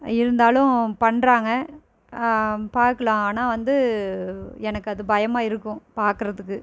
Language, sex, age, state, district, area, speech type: Tamil, female, 30-45, Tamil Nadu, Erode, rural, spontaneous